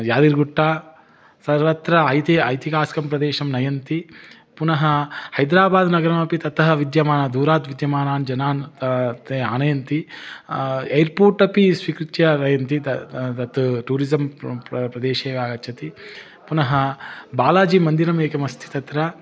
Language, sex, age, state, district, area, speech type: Sanskrit, male, 30-45, Telangana, Hyderabad, urban, spontaneous